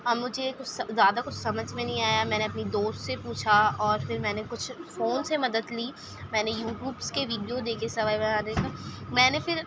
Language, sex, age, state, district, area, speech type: Urdu, female, 18-30, Delhi, Central Delhi, rural, spontaneous